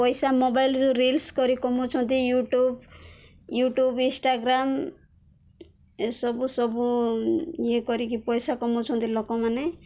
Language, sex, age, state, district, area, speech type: Odia, female, 18-30, Odisha, Koraput, urban, spontaneous